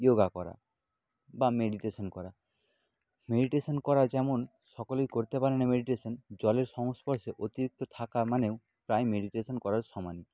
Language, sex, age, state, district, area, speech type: Bengali, male, 30-45, West Bengal, Nadia, rural, spontaneous